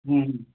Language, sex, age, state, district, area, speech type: Bengali, male, 18-30, West Bengal, Murshidabad, urban, conversation